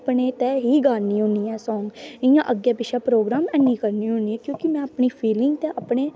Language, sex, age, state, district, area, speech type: Dogri, female, 18-30, Jammu and Kashmir, Kathua, rural, spontaneous